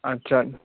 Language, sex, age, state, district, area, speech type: Bengali, male, 18-30, West Bengal, Howrah, urban, conversation